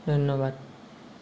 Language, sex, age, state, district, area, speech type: Assamese, male, 18-30, Assam, Lakhimpur, rural, spontaneous